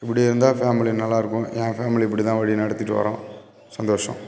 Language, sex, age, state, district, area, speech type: Tamil, male, 18-30, Tamil Nadu, Cuddalore, rural, spontaneous